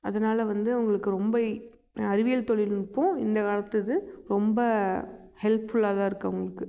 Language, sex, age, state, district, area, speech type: Tamil, female, 18-30, Tamil Nadu, Namakkal, rural, spontaneous